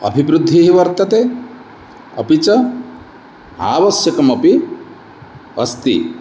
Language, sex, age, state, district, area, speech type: Sanskrit, male, 45-60, Odisha, Cuttack, urban, spontaneous